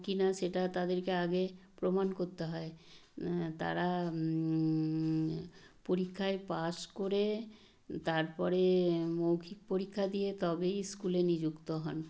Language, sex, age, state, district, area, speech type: Bengali, female, 60+, West Bengal, South 24 Parganas, rural, spontaneous